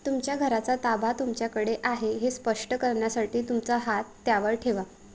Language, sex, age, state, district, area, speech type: Marathi, female, 18-30, Maharashtra, Wardha, rural, read